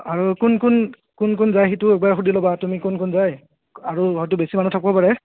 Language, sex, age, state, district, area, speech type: Assamese, male, 30-45, Assam, Goalpara, urban, conversation